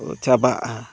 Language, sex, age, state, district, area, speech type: Santali, male, 60+, Odisha, Mayurbhanj, rural, spontaneous